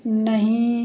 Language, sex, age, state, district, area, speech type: Hindi, female, 45-60, Uttar Pradesh, Mau, rural, read